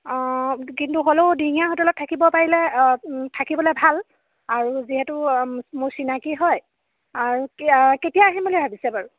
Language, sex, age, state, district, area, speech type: Assamese, female, 30-45, Assam, Dhemaji, rural, conversation